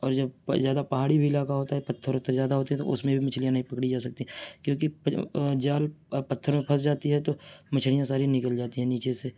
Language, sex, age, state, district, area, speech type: Urdu, male, 30-45, Uttar Pradesh, Mirzapur, rural, spontaneous